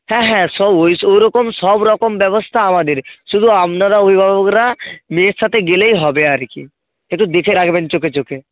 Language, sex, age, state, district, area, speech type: Bengali, male, 45-60, West Bengal, South 24 Parganas, rural, conversation